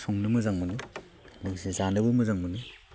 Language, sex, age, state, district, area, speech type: Bodo, male, 18-30, Assam, Baksa, rural, spontaneous